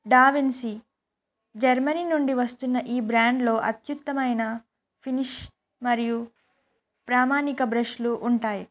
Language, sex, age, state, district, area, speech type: Telugu, female, 18-30, Telangana, Kamareddy, urban, spontaneous